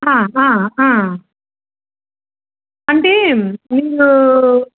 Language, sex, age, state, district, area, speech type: Telugu, female, 30-45, Telangana, Medak, rural, conversation